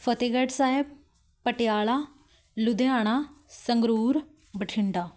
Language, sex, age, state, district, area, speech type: Punjabi, female, 18-30, Punjab, Fatehgarh Sahib, urban, spontaneous